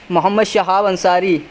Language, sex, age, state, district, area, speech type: Urdu, male, 18-30, Uttar Pradesh, Shahjahanpur, urban, spontaneous